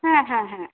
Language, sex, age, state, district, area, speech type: Bengali, other, 45-60, West Bengal, Purulia, rural, conversation